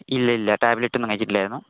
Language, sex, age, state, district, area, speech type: Malayalam, male, 30-45, Kerala, Kozhikode, urban, conversation